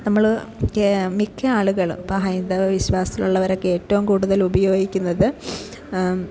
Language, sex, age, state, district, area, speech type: Malayalam, female, 18-30, Kerala, Kasaragod, rural, spontaneous